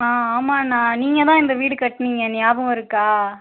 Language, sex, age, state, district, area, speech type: Tamil, female, 18-30, Tamil Nadu, Ariyalur, rural, conversation